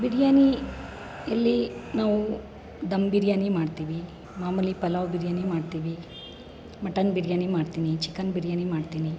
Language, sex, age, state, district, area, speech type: Kannada, male, 30-45, Karnataka, Bangalore Rural, rural, spontaneous